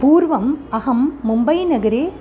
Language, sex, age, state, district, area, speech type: Sanskrit, female, 45-60, Tamil Nadu, Chennai, urban, spontaneous